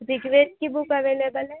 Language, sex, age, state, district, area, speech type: Hindi, female, 18-30, Madhya Pradesh, Balaghat, rural, conversation